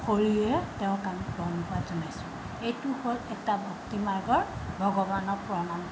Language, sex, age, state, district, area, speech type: Assamese, female, 60+, Assam, Tinsukia, rural, spontaneous